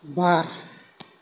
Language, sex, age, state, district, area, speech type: Bodo, male, 45-60, Assam, Kokrajhar, rural, read